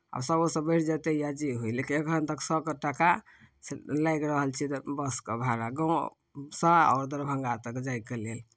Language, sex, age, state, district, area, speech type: Maithili, female, 45-60, Bihar, Darbhanga, urban, spontaneous